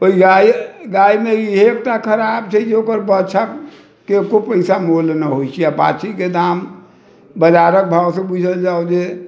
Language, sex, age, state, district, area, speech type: Maithili, male, 60+, Bihar, Sitamarhi, rural, spontaneous